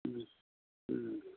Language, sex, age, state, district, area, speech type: Kannada, male, 60+, Karnataka, Shimoga, urban, conversation